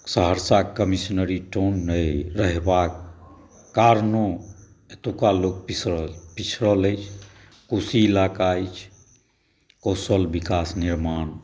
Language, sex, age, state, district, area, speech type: Maithili, male, 60+, Bihar, Saharsa, urban, spontaneous